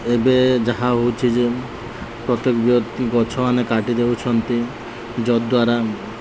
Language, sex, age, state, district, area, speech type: Odia, male, 30-45, Odisha, Nuapada, urban, spontaneous